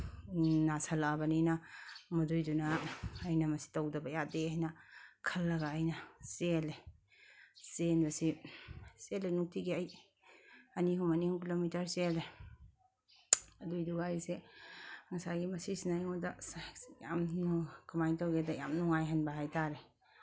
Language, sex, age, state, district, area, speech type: Manipuri, female, 45-60, Manipur, Imphal East, rural, spontaneous